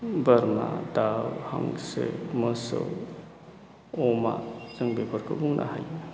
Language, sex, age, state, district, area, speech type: Bodo, male, 45-60, Assam, Chirang, urban, spontaneous